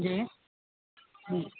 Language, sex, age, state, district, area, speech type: Urdu, female, 30-45, Uttar Pradesh, Rampur, urban, conversation